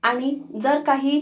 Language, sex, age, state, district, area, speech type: Marathi, female, 18-30, Maharashtra, Akola, urban, spontaneous